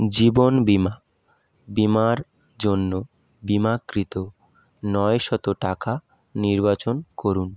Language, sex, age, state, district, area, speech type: Bengali, male, 18-30, West Bengal, Howrah, urban, read